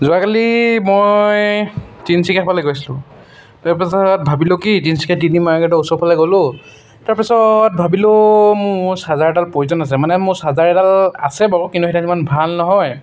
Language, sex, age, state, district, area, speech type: Assamese, male, 18-30, Assam, Tinsukia, rural, spontaneous